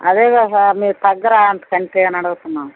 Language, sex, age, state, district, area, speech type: Telugu, female, 60+, Andhra Pradesh, Nellore, rural, conversation